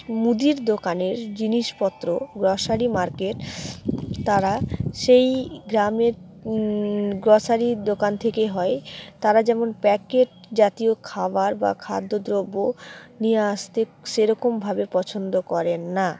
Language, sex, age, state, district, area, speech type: Bengali, female, 30-45, West Bengal, Malda, urban, spontaneous